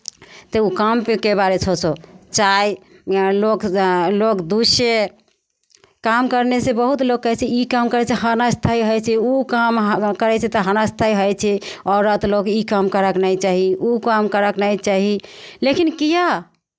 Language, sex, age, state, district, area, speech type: Maithili, female, 45-60, Bihar, Begusarai, rural, spontaneous